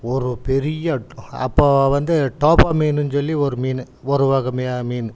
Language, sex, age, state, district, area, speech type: Tamil, male, 60+, Tamil Nadu, Coimbatore, urban, spontaneous